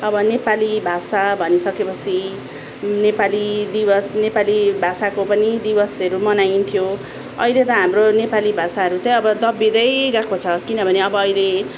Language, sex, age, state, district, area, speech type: Nepali, female, 30-45, West Bengal, Darjeeling, rural, spontaneous